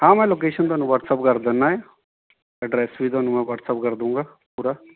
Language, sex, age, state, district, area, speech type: Punjabi, female, 30-45, Punjab, Shaheed Bhagat Singh Nagar, rural, conversation